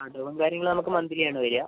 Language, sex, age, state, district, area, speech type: Malayalam, male, 18-30, Kerala, Kozhikode, urban, conversation